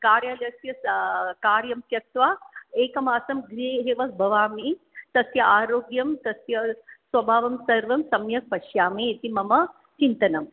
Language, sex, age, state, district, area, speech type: Sanskrit, female, 45-60, Maharashtra, Mumbai City, urban, conversation